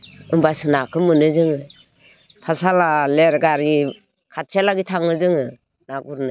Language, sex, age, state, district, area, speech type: Bodo, female, 60+, Assam, Baksa, rural, spontaneous